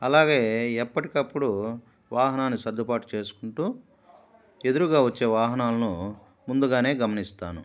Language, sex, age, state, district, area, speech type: Telugu, male, 45-60, Andhra Pradesh, Kadapa, rural, spontaneous